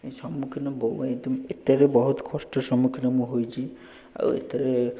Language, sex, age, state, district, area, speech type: Odia, male, 18-30, Odisha, Puri, urban, spontaneous